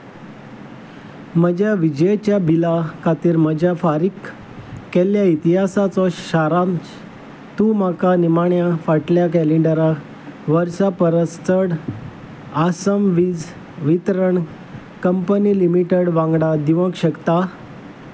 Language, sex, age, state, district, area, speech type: Goan Konkani, male, 45-60, Goa, Salcete, rural, read